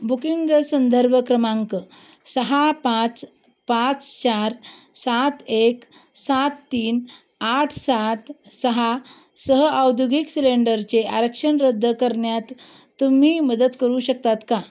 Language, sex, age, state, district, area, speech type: Marathi, female, 30-45, Maharashtra, Osmanabad, rural, read